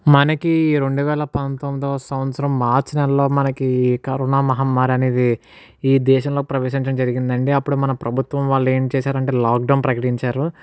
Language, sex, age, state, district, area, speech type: Telugu, male, 60+, Andhra Pradesh, Kakinada, urban, spontaneous